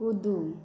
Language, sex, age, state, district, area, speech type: Maithili, female, 18-30, Bihar, Saharsa, rural, read